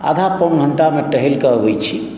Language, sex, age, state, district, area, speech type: Maithili, male, 60+, Bihar, Madhubani, urban, spontaneous